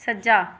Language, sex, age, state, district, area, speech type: Punjabi, female, 30-45, Punjab, Pathankot, urban, read